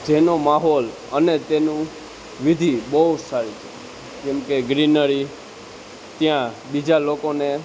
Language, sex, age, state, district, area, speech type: Gujarati, male, 18-30, Gujarat, Junagadh, urban, spontaneous